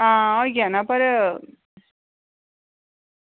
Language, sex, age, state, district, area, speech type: Dogri, female, 30-45, Jammu and Kashmir, Reasi, rural, conversation